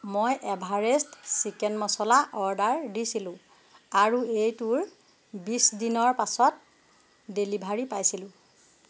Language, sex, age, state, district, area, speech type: Assamese, female, 45-60, Assam, Jorhat, urban, read